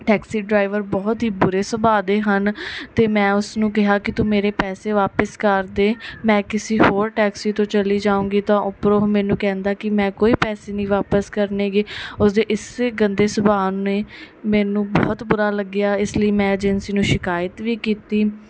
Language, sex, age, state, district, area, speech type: Punjabi, female, 18-30, Punjab, Mansa, urban, spontaneous